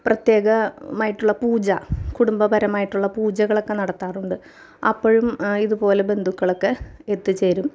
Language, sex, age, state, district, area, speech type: Malayalam, female, 30-45, Kerala, Ernakulam, rural, spontaneous